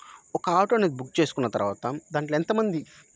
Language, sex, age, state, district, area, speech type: Telugu, male, 18-30, Andhra Pradesh, Nellore, rural, spontaneous